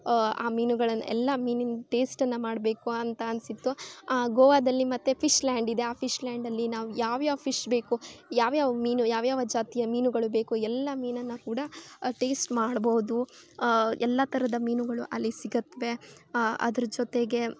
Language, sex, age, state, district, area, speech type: Kannada, female, 18-30, Karnataka, Uttara Kannada, rural, spontaneous